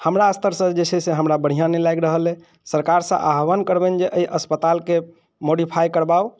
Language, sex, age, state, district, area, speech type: Maithili, male, 45-60, Bihar, Muzaffarpur, urban, spontaneous